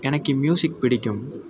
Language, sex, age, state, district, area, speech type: Tamil, male, 18-30, Tamil Nadu, Thanjavur, rural, read